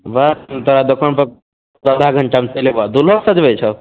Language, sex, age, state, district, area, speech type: Maithili, male, 30-45, Bihar, Begusarai, urban, conversation